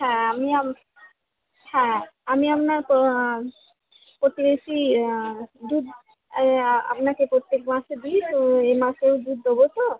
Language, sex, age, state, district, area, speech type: Bengali, female, 45-60, West Bengal, Birbhum, urban, conversation